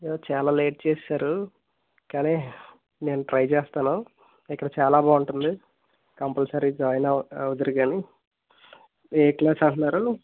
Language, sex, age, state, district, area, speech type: Telugu, male, 18-30, Andhra Pradesh, East Godavari, rural, conversation